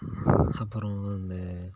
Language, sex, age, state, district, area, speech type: Tamil, male, 18-30, Tamil Nadu, Kallakurichi, urban, spontaneous